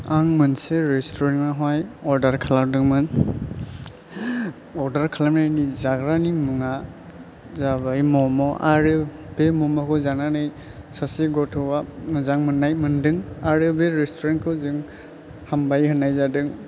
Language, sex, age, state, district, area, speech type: Bodo, male, 18-30, Assam, Chirang, urban, spontaneous